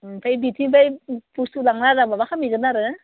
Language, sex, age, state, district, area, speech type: Bodo, female, 45-60, Assam, Udalguri, rural, conversation